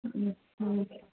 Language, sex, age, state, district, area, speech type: Urdu, female, 30-45, Uttar Pradesh, Rampur, urban, conversation